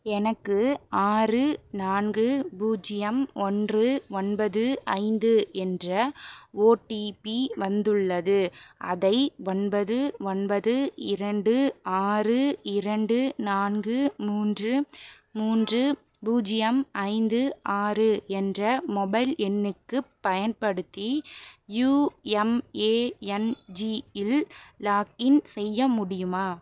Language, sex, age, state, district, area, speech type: Tamil, female, 45-60, Tamil Nadu, Pudukkottai, rural, read